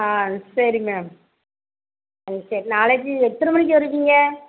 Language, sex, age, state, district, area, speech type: Tamil, female, 45-60, Tamil Nadu, Thoothukudi, rural, conversation